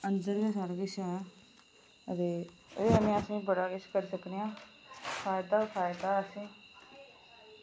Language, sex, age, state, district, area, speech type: Dogri, female, 18-30, Jammu and Kashmir, Reasi, rural, spontaneous